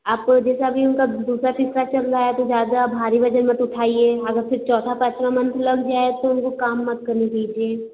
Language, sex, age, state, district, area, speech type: Hindi, female, 18-30, Uttar Pradesh, Azamgarh, urban, conversation